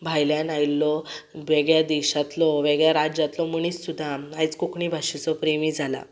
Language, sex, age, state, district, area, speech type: Goan Konkani, female, 18-30, Goa, Ponda, rural, spontaneous